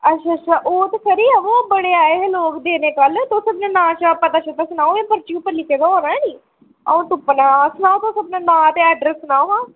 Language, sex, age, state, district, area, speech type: Dogri, female, 18-30, Jammu and Kashmir, Udhampur, rural, conversation